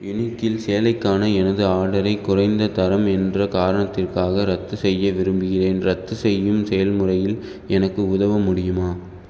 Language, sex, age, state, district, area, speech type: Tamil, male, 18-30, Tamil Nadu, Perambalur, rural, read